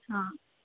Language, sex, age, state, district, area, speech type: Hindi, female, 18-30, Madhya Pradesh, Harda, urban, conversation